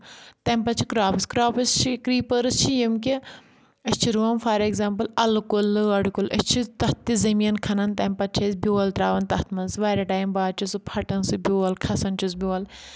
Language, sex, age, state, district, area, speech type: Kashmiri, female, 30-45, Jammu and Kashmir, Anantnag, rural, spontaneous